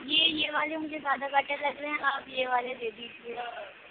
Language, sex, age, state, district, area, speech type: Urdu, female, 18-30, Uttar Pradesh, Shahjahanpur, urban, conversation